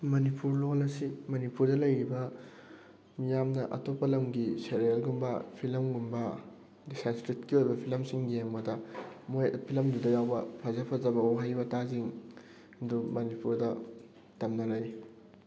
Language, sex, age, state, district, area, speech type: Manipuri, male, 18-30, Manipur, Thoubal, rural, spontaneous